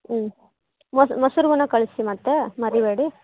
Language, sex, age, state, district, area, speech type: Kannada, female, 18-30, Karnataka, Vijayanagara, rural, conversation